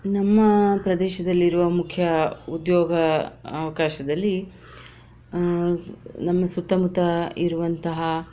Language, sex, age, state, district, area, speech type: Kannada, female, 30-45, Karnataka, Shimoga, rural, spontaneous